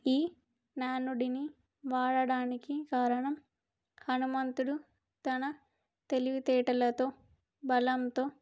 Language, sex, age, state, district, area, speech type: Telugu, female, 18-30, Andhra Pradesh, Alluri Sitarama Raju, rural, spontaneous